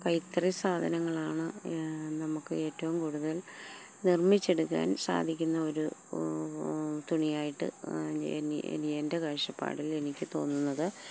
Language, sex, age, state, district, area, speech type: Malayalam, female, 45-60, Kerala, Palakkad, rural, spontaneous